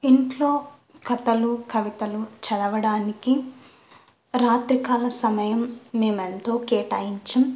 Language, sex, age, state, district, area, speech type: Telugu, female, 18-30, Andhra Pradesh, Kurnool, rural, spontaneous